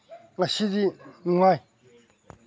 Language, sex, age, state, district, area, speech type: Manipuri, male, 60+, Manipur, Chandel, rural, read